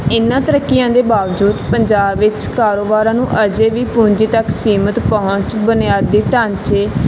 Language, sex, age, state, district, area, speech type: Punjabi, female, 18-30, Punjab, Barnala, urban, spontaneous